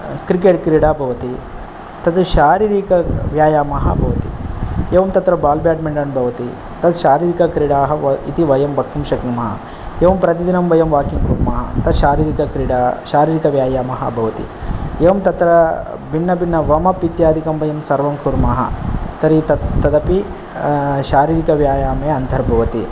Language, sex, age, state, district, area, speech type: Sanskrit, male, 30-45, Telangana, Ranga Reddy, urban, spontaneous